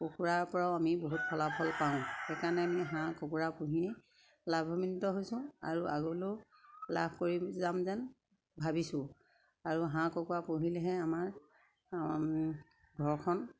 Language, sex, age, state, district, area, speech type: Assamese, female, 60+, Assam, Sivasagar, rural, spontaneous